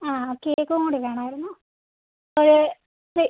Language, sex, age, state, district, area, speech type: Malayalam, female, 18-30, Kerala, Idukki, rural, conversation